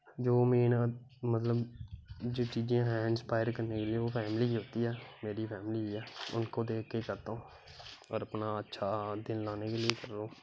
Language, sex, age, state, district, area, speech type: Dogri, male, 18-30, Jammu and Kashmir, Kathua, rural, spontaneous